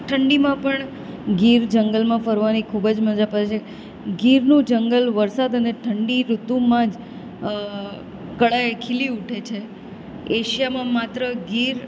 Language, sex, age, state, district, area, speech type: Gujarati, female, 30-45, Gujarat, Valsad, rural, spontaneous